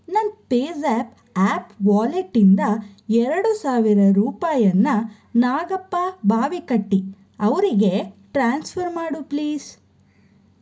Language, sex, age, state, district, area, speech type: Kannada, female, 30-45, Karnataka, Chikkaballapur, urban, read